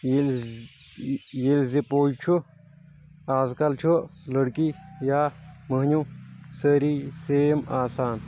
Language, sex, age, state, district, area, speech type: Kashmiri, male, 18-30, Jammu and Kashmir, Shopian, rural, spontaneous